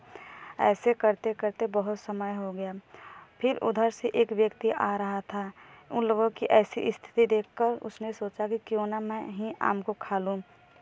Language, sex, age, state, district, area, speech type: Hindi, female, 18-30, Uttar Pradesh, Varanasi, rural, spontaneous